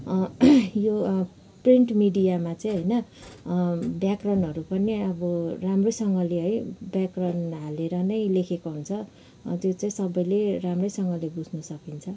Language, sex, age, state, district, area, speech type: Nepali, female, 30-45, West Bengal, Kalimpong, rural, spontaneous